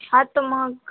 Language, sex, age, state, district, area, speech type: Marathi, female, 18-30, Maharashtra, Akola, rural, conversation